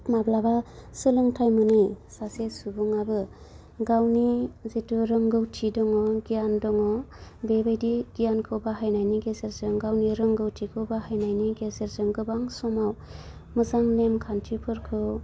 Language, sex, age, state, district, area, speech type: Bodo, female, 30-45, Assam, Udalguri, rural, spontaneous